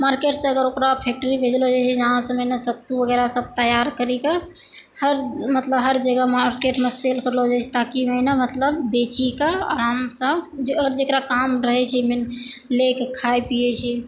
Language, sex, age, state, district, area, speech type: Maithili, female, 18-30, Bihar, Purnia, rural, spontaneous